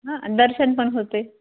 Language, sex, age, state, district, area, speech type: Marathi, female, 18-30, Maharashtra, Yavatmal, rural, conversation